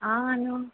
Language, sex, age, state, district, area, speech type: Malayalam, female, 30-45, Kerala, Kannur, urban, conversation